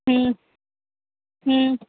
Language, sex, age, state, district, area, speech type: Urdu, female, 18-30, Delhi, Central Delhi, urban, conversation